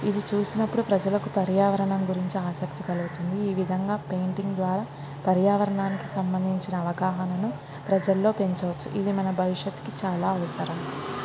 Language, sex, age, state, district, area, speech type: Telugu, female, 30-45, Andhra Pradesh, Kurnool, urban, spontaneous